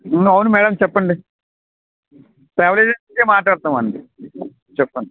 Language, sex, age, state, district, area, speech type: Telugu, male, 45-60, Andhra Pradesh, West Godavari, rural, conversation